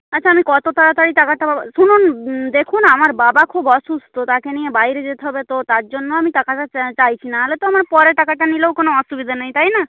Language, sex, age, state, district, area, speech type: Bengali, female, 30-45, West Bengal, Nadia, rural, conversation